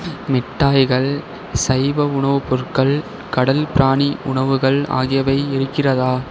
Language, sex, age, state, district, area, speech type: Tamil, male, 18-30, Tamil Nadu, Mayiladuthurai, urban, read